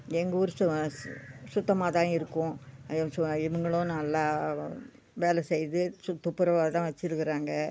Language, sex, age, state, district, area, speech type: Tamil, female, 60+, Tamil Nadu, Viluppuram, rural, spontaneous